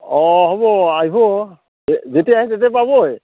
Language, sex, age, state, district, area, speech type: Assamese, male, 45-60, Assam, Barpeta, rural, conversation